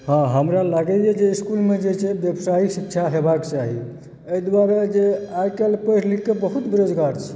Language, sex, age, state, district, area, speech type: Maithili, male, 30-45, Bihar, Supaul, rural, spontaneous